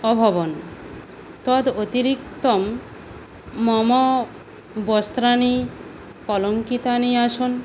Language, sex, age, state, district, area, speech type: Sanskrit, female, 18-30, West Bengal, South 24 Parganas, rural, spontaneous